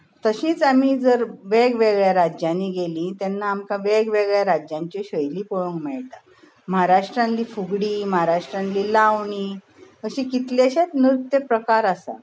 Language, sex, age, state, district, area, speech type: Goan Konkani, female, 45-60, Goa, Bardez, urban, spontaneous